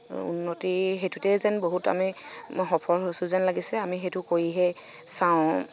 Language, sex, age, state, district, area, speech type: Assamese, female, 30-45, Assam, Sivasagar, rural, spontaneous